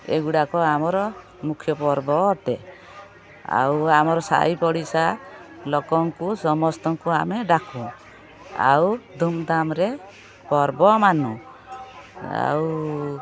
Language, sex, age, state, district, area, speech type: Odia, female, 45-60, Odisha, Sundergarh, rural, spontaneous